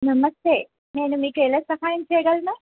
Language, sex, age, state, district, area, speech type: Telugu, female, 30-45, Telangana, Bhadradri Kothagudem, urban, conversation